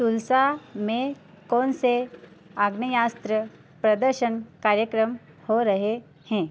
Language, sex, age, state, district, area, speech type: Hindi, female, 18-30, Madhya Pradesh, Ujjain, rural, read